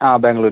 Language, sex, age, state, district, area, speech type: Malayalam, male, 60+, Kerala, Kozhikode, urban, conversation